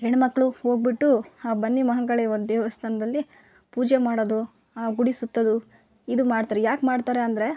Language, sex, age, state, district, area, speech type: Kannada, female, 18-30, Karnataka, Vijayanagara, rural, spontaneous